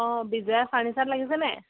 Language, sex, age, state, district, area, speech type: Assamese, female, 45-60, Assam, Jorhat, urban, conversation